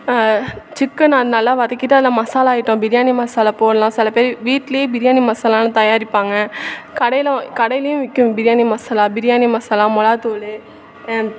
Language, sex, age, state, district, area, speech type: Tamil, female, 18-30, Tamil Nadu, Thanjavur, urban, spontaneous